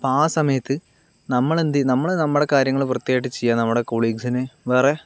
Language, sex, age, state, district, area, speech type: Malayalam, male, 60+, Kerala, Palakkad, rural, spontaneous